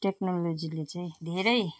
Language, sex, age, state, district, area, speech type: Nepali, female, 45-60, West Bengal, Jalpaiguri, rural, spontaneous